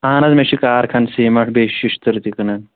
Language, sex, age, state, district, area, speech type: Kashmiri, male, 30-45, Jammu and Kashmir, Shopian, rural, conversation